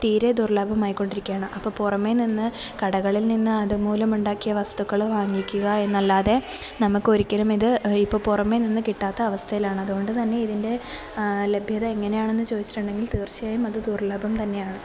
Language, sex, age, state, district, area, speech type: Malayalam, female, 18-30, Kerala, Kozhikode, rural, spontaneous